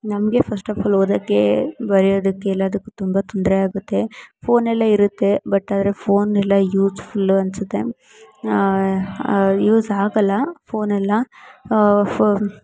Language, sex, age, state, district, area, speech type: Kannada, female, 18-30, Karnataka, Mysore, urban, spontaneous